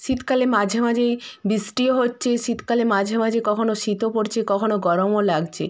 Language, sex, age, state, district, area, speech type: Bengali, female, 60+, West Bengal, Purba Medinipur, rural, spontaneous